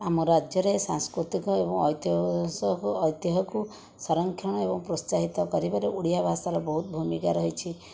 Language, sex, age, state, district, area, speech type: Odia, female, 45-60, Odisha, Jajpur, rural, spontaneous